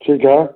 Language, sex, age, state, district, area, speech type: Hindi, male, 45-60, Bihar, Samastipur, rural, conversation